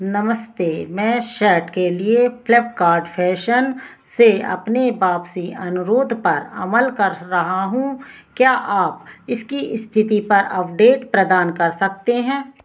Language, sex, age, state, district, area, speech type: Hindi, female, 45-60, Madhya Pradesh, Narsinghpur, rural, read